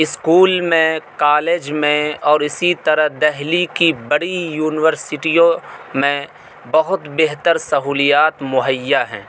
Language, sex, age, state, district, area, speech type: Urdu, male, 18-30, Delhi, South Delhi, urban, spontaneous